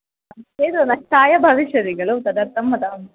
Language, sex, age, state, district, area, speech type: Sanskrit, female, 18-30, Kerala, Thrissur, urban, conversation